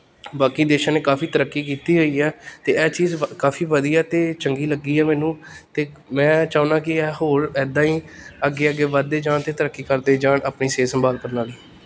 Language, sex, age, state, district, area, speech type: Punjabi, male, 18-30, Punjab, Pathankot, rural, spontaneous